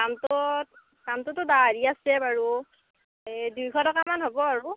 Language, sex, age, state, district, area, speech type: Assamese, female, 30-45, Assam, Darrang, rural, conversation